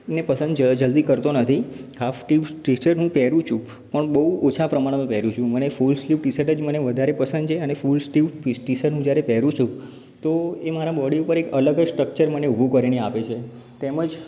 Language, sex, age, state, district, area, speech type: Gujarati, male, 30-45, Gujarat, Ahmedabad, urban, spontaneous